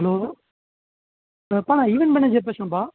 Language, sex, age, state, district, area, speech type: Tamil, male, 18-30, Tamil Nadu, Tiruvannamalai, rural, conversation